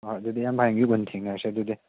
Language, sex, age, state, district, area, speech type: Manipuri, male, 18-30, Manipur, Chandel, rural, conversation